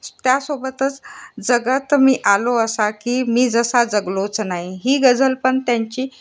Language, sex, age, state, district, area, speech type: Marathi, female, 60+, Maharashtra, Nagpur, urban, spontaneous